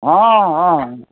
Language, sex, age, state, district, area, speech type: Odia, male, 60+, Odisha, Gajapati, rural, conversation